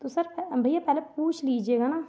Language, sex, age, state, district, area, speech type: Hindi, female, 18-30, Madhya Pradesh, Chhindwara, urban, spontaneous